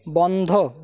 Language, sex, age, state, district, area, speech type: Bengali, male, 45-60, West Bengal, Paschim Medinipur, rural, read